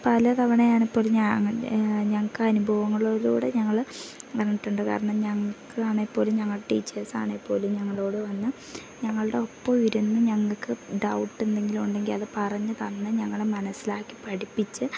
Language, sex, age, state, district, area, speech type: Malayalam, female, 18-30, Kerala, Idukki, rural, spontaneous